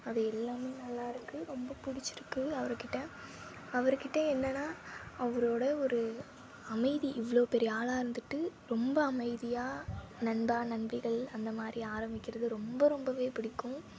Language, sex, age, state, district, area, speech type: Tamil, female, 18-30, Tamil Nadu, Thanjavur, urban, spontaneous